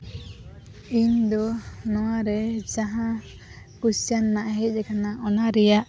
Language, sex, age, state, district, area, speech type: Santali, female, 18-30, Jharkhand, East Singhbhum, rural, spontaneous